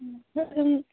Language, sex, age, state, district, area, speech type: Manipuri, female, 30-45, Manipur, Senapati, rural, conversation